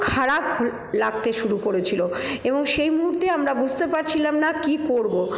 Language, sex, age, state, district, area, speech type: Bengali, female, 45-60, West Bengal, Paschim Bardhaman, urban, spontaneous